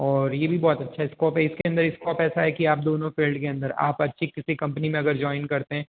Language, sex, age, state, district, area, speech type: Hindi, male, 18-30, Rajasthan, Jodhpur, urban, conversation